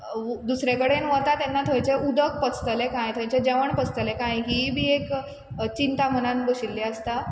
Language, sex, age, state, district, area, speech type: Goan Konkani, female, 18-30, Goa, Quepem, rural, spontaneous